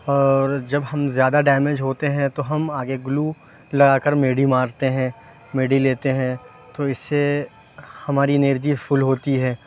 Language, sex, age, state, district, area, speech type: Urdu, male, 18-30, Uttar Pradesh, Lucknow, urban, spontaneous